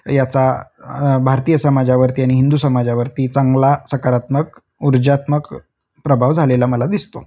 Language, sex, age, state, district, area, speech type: Marathi, male, 30-45, Maharashtra, Osmanabad, rural, spontaneous